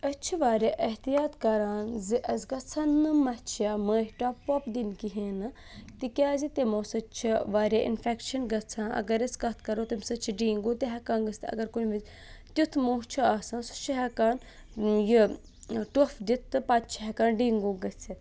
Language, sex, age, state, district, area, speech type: Kashmiri, female, 18-30, Jammu and Kashmir, Budgam, urban, spontaneous